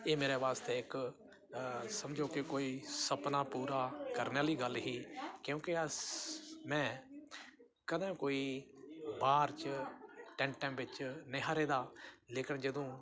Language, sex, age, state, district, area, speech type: Dogri, male, 60+, Jammu and Kashmir, Udhampur, rural, spontaneous